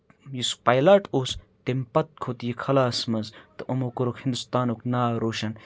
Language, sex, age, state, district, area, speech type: Kashmiri, male, 30-45, Jammu and Kashmir, Kupwara, rural, spontaneous